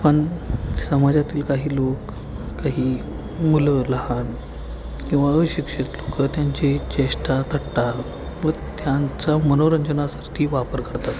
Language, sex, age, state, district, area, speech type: Marathi, male, 18-30, Maharashtra, Kolhapur, urban, spontaneous